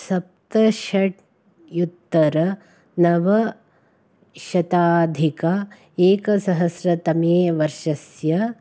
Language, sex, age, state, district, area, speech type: Sanskrit, female, 45-60, Karnataka, Bangalore Urban, urban, spontaneous